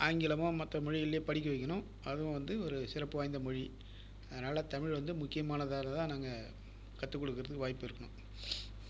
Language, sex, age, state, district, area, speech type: Tamil, male, 60+, Tamil Nadu, Viluppuram, rural, spontaneous